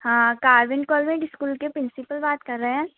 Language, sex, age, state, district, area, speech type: Hindi, female, 18-30, Madhya Pradesh, Gwalior, rural, conversation